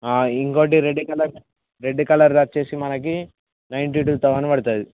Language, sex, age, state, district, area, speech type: Telugu, male, 18-30, Telangana, Mancherial, rural, conversation